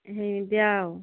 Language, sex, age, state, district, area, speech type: Odia, female, 45-60, Odisha, Angul, rural, conversation